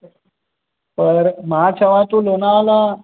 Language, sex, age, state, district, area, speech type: Sindhi, male, 18-30, Maharashtra, Mumbai Suburban, urban, conversation